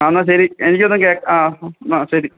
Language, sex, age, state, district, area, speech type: Malayalam, male, 18-30, Kerala, Pathanamthitta, urban, conversation